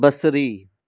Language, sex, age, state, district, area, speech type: Sindhi, male, 30-45, Delhi, South Delhi, urban, read